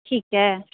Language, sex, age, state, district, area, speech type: Punjabi, female, 18-30, Punjab, Barnala, urban, conversation